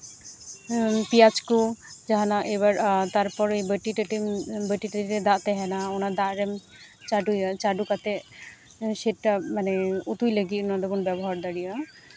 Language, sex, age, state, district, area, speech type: Santali, female, 18-30, West Bengal, Uttar Dinajpur, rural, spontaneous